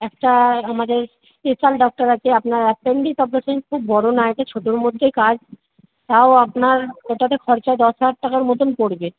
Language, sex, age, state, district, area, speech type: Bengali, female, 30-45, West Bengal, Purba Bardhaman, urban, conversation